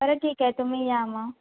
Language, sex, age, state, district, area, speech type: Marathi, female, 18-30, Maharashtra, Ratnagiri, rural, conversation